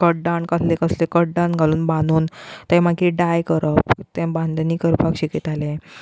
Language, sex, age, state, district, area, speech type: Goan Konkani, female, 18-30, Goa, Murmgao, urban, spontaneous